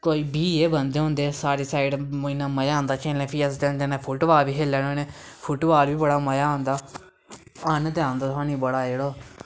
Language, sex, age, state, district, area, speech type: Dogri, male, 18-30, Jammu and Kashmir, Samba, rural, spontaneous